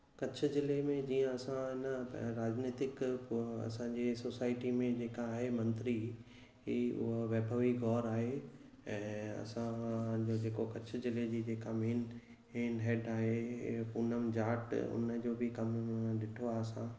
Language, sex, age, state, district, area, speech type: Sindhi, male, 30-45, Gujarat, Kutch, urban, spontaneous